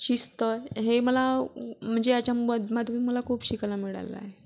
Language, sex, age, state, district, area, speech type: Marathi, female, 30-45, Maharashtra, Buldhana, rural, spontaneous